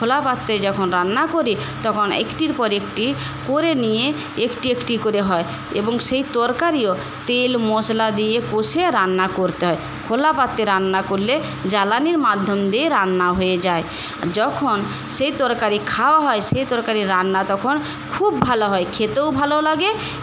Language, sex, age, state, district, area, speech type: Bengali, female, 45-60, West Bengal, Paschim Medinipur, rural, spontaneous